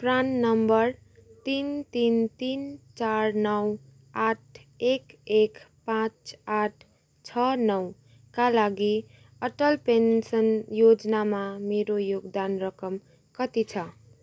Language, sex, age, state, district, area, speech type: Nepali, female, 18-30, West Bengal, Kalimpong, rural, read